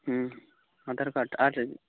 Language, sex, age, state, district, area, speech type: Santali, male, 18-30, West Bengal, Birbhum, rural, conversation